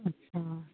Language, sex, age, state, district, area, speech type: Maithili, female, 60+, Bihar, Araria, rural, conversation